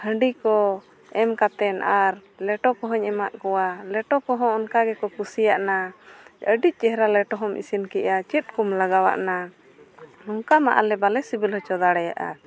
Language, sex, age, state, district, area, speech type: Santali, female, 30-45, Jharkhand, East Singhbhum, rural, spontaneous